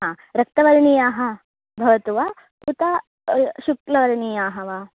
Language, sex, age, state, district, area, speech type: Sanskrit, female, 18-30, Karnataka, Hassan, rural, conversation